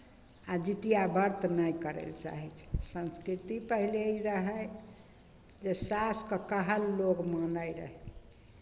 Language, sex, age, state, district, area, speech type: Maithili, female, 60+, Bihar, Begusarai, rural, spontaneous